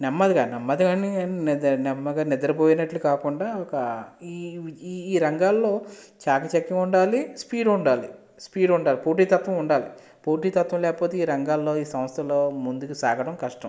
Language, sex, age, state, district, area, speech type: Telugu, male, 30-45, Andhra Pradesh, West Godavari, rural, spontaneous